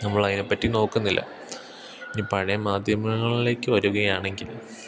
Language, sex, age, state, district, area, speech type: Malayalam, male, 18-30, Kerala, Idukki, rural, spontaneous